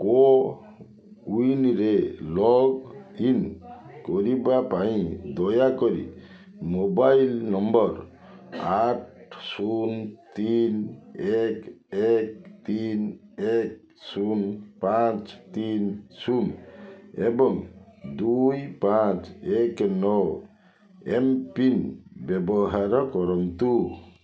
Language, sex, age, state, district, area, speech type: Odia, male, 45-60, Odisha, Balasore, rural, read